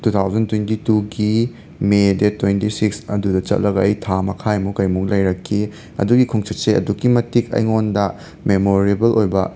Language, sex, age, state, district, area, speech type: Manipuri, male, 30-45, Manipur, Imphal West, urban, spontaneous